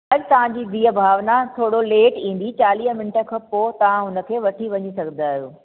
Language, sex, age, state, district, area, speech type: Sindhi, female, 45-60, Delhi, South Delhi, urban, conversation